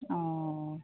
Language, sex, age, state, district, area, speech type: Assamese, female, 45-60, Assam, Sivasagar, rural, conversation